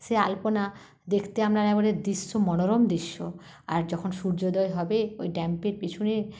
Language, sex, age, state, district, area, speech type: Bengali, female, 30-45, West Bengal, Paschim Medinipur, rural, spontaneous